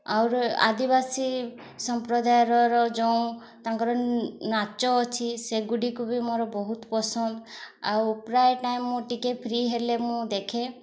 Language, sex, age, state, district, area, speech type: Odia, female, 18-30, Odisha, Mayurbhanj, rural, spontaneous